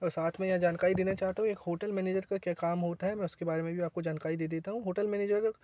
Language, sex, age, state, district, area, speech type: Hindi, male, 18-30, Madhya Pradesh, Jabalpur, urban, spontaneous